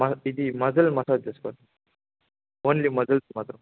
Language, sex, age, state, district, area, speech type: Telugu, male, 18-30, Andhra Pradesh, Chittoor, rural, conversation